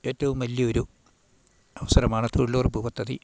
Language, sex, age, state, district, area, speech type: Malayalam, male, 60+, Kerala, Idukki, rural, spontaneous